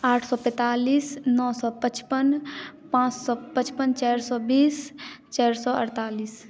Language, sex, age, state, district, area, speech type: Maithili, female, 18-30, Bihar, Madhubani, rural, spontaneous